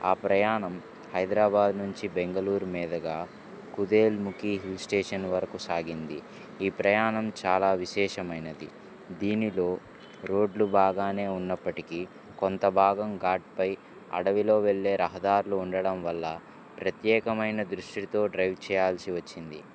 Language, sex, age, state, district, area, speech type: Telugu, male, 18-30, Andhra Pradesh, Guntur, urban, spontaneous